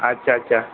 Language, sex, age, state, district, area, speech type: Odia, male, 45-60, Odisha, Sundergarh, rural, conversation